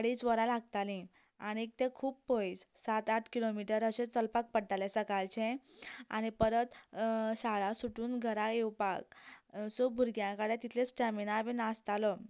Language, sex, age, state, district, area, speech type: Goan Konkani, female, 18-30, Goa, Canacona, rural, spontaneous